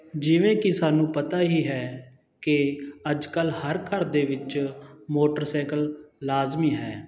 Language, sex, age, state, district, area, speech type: Punjabi, male, 30-45, Punjab, Sangrur, rural, spontaneous